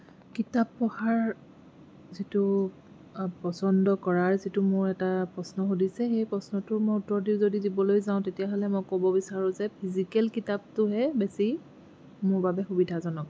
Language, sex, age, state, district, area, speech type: Assamese, female, 30-45, Assam, Jorhat, urban, spontaneous